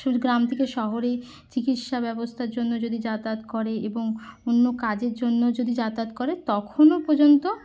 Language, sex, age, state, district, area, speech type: Bengali, female, 18-30, West Bengal, Bankura, urban, spontaneous